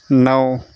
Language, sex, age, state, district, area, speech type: Hindi, male, 18-30, Uttar Pradesh, Pratapgarh, rural, read